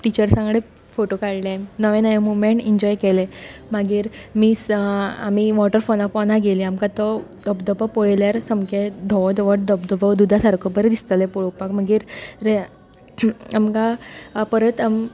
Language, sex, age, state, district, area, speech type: Goan Konkani, female, 18-30, Goa, Tiswadi, rural, spontaneous